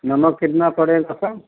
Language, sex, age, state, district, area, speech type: Hindi, male, 45-60, Uttar Pradesh, Chandauli, urban, conversation